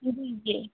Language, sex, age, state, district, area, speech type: Hindi, female, 18-30, Uttar Pradesh, Ghazipur, urban, conversation